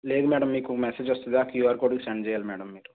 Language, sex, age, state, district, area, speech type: Telugu, male, 30-45, Andhra Pradesh, East Godavari, rural, conversation